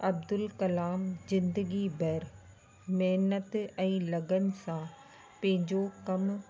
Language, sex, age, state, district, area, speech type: Sindhi, female, 30-45, Rajasthan, Ajmer, urban, spontaneous